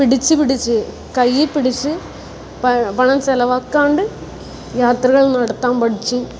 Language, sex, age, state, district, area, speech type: Malayalam, female, 18-30, Kerala, Kasaragod, urban, spontaneous